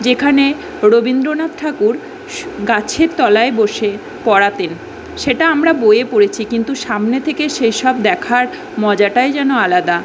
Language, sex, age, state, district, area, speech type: Bengali, female, 18-30, West Bengal, Kolkata, urban, spontaneous